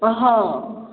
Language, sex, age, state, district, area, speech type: Odia, female, 45-60, Odisha, Angul, rural, conversation